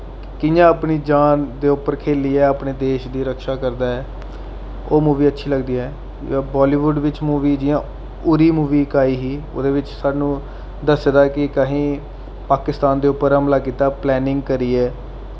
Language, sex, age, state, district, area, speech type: Dogri, male, 30-45, Jammu and Kashmir, Jammu, urban, spontaneous